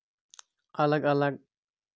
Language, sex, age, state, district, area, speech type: Kashmiri, male, 18-30, Jammu and Kashmir, Kulgam, rural, spontaneous